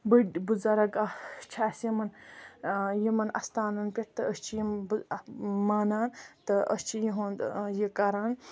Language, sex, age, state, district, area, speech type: Kashmiri, female, 45-60, Jammu and Kashmir, Ganderbal, rural, spontaneous